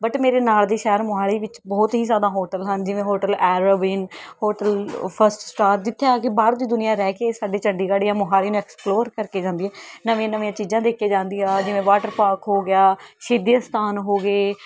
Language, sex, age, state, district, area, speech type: Punjabi, female, 18-30, Punjab, Mohali, rural, spontaneous